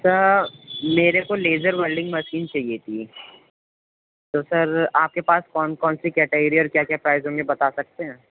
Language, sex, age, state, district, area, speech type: Urdu, male, 18-30, Uttar Pradesh, Gautam Buddha Nagar, urban, conversation